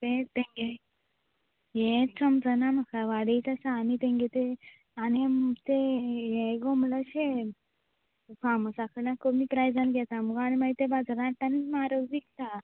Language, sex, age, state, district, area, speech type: Goan Konkani, female, 18-30, Goa, Quepem, rural, conversation